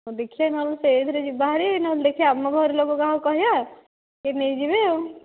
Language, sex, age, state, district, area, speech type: Odia, female, 18-30, Odisha, Dhenkanal, rural, conversation